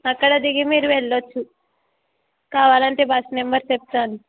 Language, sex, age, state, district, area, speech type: Telugu, female, 18-30, Telangana, Ranga Reddy, urban, conversation